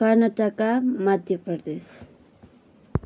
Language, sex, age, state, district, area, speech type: Nepali, female, 30-45, West Bengal, Kalimpong, rural, spontaneous